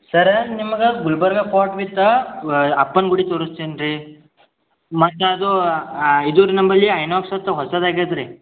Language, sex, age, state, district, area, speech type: Kannada, male, 18-30, Karnataka, Gulbarga, urban, conversation